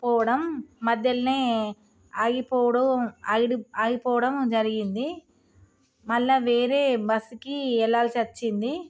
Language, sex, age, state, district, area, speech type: Telugu, female, 30-45, Telangana, Jagtial, rural, spontaneous